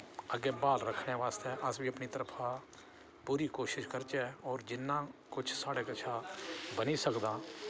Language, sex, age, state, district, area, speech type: Dogri, male, 60+, Jammu and Kashmir, Udhampur, rural, spontaneous